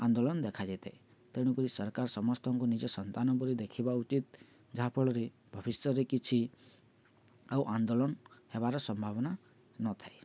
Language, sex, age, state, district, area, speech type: Odia, male, 18-30, Odisha, Balangir, urban, spontaneous